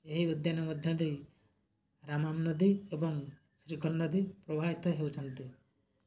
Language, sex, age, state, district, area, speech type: Odia, male, 30-45, Odisha, Mayurbhanj, rural, read